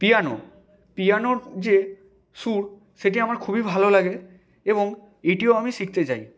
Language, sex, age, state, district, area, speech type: Bengali, male, 60+, West Bengal, Nadia, rural, spontaneous